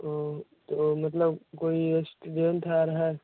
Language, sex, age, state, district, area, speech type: Hindi, male, 18-30, Bihar, Vaishali, rural, conversation